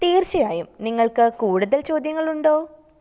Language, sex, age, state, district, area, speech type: Malayalam, female, 18-30, Kerala, Thiruvananthapuram, rural, read